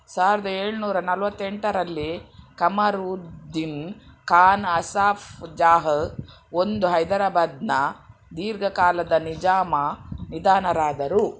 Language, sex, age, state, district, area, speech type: Kannada, female, 60+, Karnataka, Udupi, rural, read